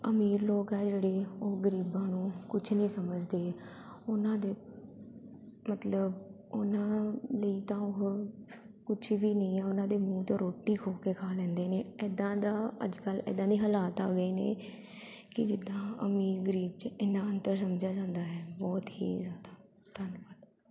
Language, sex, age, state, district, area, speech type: Punjabi, female, 18-30, Punjab, Pathankot, urban, spontaneous